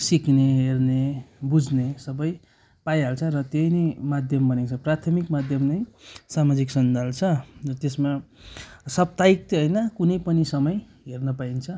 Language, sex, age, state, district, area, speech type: Nepali, male, 18-30, West Bengal, Darjeeling, rural, spontaneous